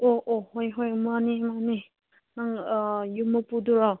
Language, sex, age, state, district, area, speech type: Manipuri, female, 30-45, Manipur, Senapati, urban, conversation